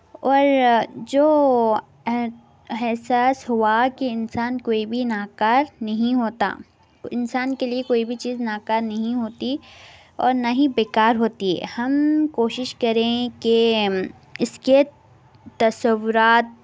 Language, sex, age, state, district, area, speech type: Urdu, female, 18-30, Telangana, Hyderabad, urban, spontaneous